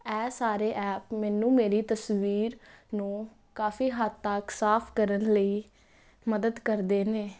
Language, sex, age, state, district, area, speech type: Punjabi, female, 18-30, Punjab, Jalandhar, urban, spontaneous